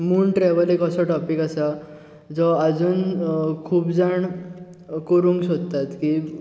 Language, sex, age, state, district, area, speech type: Goan Konkani, male, 18-30, Goa, Bardez, urban, spontaneous